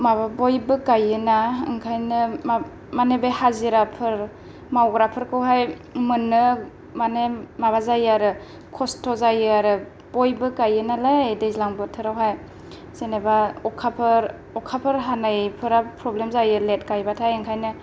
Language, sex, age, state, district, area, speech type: Bodo, female, 18-30, Assam, Kokrajhar, rural, spontaneous